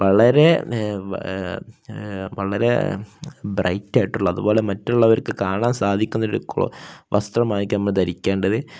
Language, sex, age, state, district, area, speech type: Malayalam, male, 18-30, Kerala, Kozhikode, rural, spontaneous